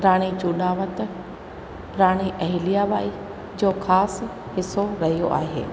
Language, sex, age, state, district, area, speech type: Sindhi, female, 45-60, Rajasthan, Ajmer, urban, spontaneous